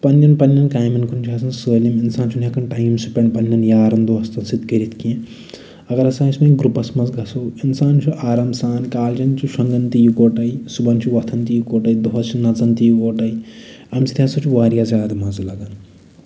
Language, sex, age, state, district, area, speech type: Kashmiri, male, 45-60, Jammu and Kashmir, Budgam, urban, spontaneous